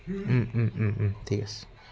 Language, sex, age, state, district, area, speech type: Assamese, male, 18-30, Assam, Charaideo, urban, spontaneous